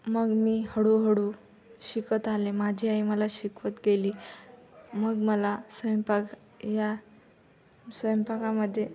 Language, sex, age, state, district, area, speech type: Marathi, female, 18-30, Maharashtra, Akola, rural, spontaneous